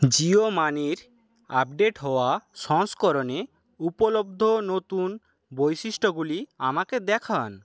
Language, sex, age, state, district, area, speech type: Bengali, male, 60+, West Bengal, Paschim Medinipur, rural, read